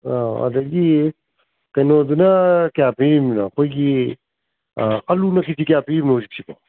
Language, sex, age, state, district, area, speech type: Manipuri, male, 45-60, Manipur, Kakching, rural, conversation